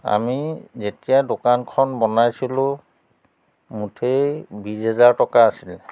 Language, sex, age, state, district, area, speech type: Assamese, male, 45-60, Assam, Biswanath, rural, spontaneous